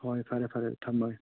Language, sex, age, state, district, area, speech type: Manipuri, male, 30-45, Manipur, Thoubal, rural, conversation